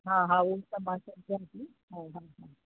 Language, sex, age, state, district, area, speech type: Sindhi, female, 60+, Uttar Pradesh, Lucknow, urban, conversation